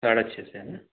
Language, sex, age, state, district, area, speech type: Hindi, male, 30-45, Madhya Pradesh, Ujjain, urban, conversation